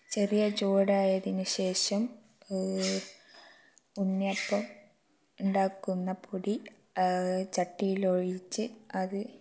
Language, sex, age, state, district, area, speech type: Malayalam, female, 18-30, Kerala, Wayanad, rural, spontaneous